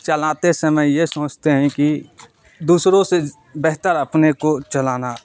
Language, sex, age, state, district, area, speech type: Urdu, male, 45-60, Bihar, Supaul, rural, spontaneous